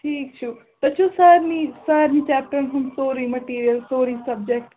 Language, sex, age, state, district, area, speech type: Kashmiri, female, 18-30, Jammu and Kashmir, Srinagar, urban, conversation